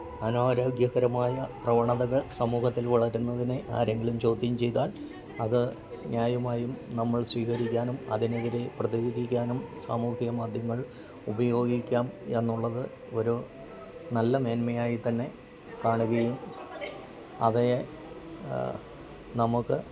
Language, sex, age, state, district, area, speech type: Malayalam, male, 60+, Kerala, Idukki, rural, spontaneous